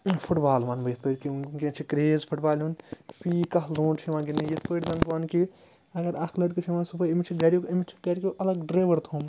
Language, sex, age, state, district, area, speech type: Kashmiri, male, 18-30, Jammu and Kashmir, Srinagar, urban, spontaneous